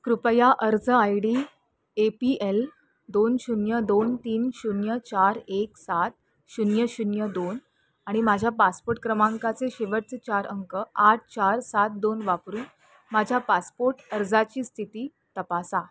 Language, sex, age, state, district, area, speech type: Marathi, female, 30-45, Maharashtra, Mumbai Suburban, urban, read